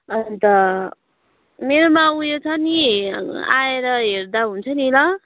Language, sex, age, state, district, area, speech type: Nepali, female, 45-60, West Bengal, Kalimpong, rural, conversation